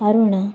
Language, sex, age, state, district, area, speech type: Kannada, female, 30-45, Karnataka, Shimoga, rural, spontaneous